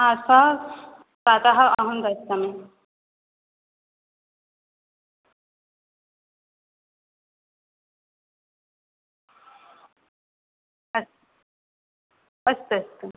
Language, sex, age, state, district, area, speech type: Sanskrit, female, 18-30, West Bengal, South 24 Parganas, rural, conversation